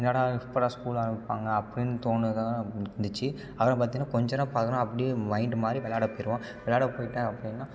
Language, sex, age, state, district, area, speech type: Tamil, male, 18-30, Tamil Nadu, Tiruppur, rural, spontaneous